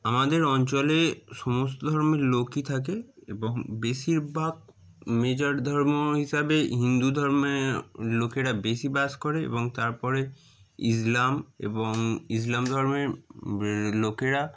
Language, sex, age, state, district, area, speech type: Bengali, male, 30-45, West Bengal, Darjeeling, urban, spontaneous